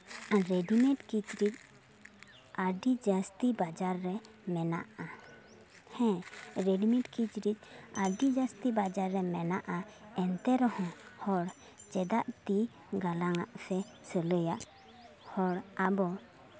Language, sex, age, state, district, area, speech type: Santali, female, 18-30, West Bengal, Purulia, rural, spontaneous